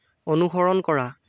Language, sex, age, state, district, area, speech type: Assamese, male, 18-30, Assam, Lakhimpur, rural, read